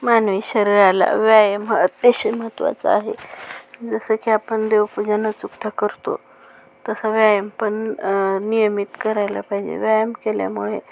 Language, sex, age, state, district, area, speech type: Marathi, female, 45-60, Maharashtra, Osmanabad, rural, spontaneous